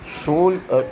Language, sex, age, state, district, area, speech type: Gujarati, male, 60+, Gujarat, Narmada, urban, spontaneous